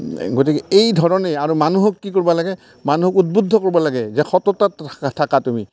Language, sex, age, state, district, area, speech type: Assamese, male, 60+, Assam, Barpeta, rural, spontaneous